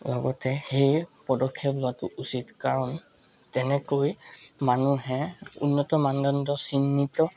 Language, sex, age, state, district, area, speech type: Assamese, male, 18-30, Assam, Charaideo, urban, spontaneous